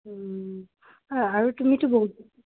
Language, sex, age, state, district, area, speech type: Assamese, female, 30-45, Assam, Udalguri, rural, conversation